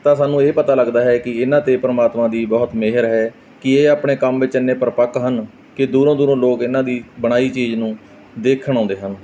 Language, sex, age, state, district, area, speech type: Punjabi, male, 30-45, Punjab, Barnala, rural, spontaneous